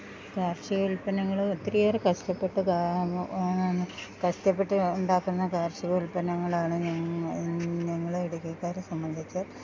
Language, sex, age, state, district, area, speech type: Malayalam, female, 60+, Kerala, Idukki, rural, spontaneous